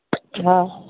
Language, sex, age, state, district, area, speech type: Sindhi, female, 30-45, Uttar Pradesh, Lucknow, urban, conversation